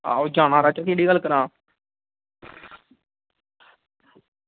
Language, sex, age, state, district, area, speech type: Dogri, male, 18-30, Jammu and Kashmir, Samba, rural, conversation